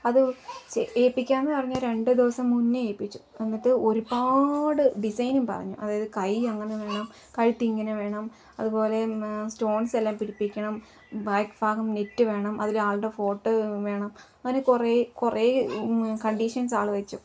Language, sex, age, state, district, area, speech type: Malayalam, female, 18-30, Kerala, Palakkad, rural, spontaneous